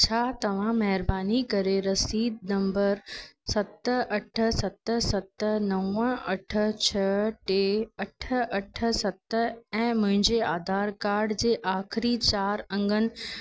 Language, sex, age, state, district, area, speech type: Sindhi, female, 30-45, Rajasthan, Ajmer, urban, read